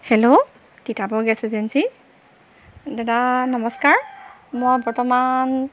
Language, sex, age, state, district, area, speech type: Assamese, female, 45-60, Assam, Jorhat, urban, spontaneous